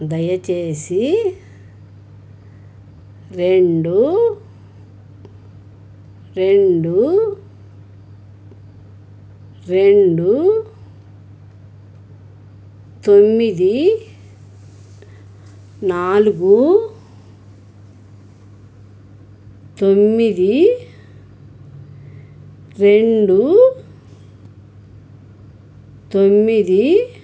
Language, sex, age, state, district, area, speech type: Telugu, female, 60+, Andhra Pradesh, Krishna, urban, read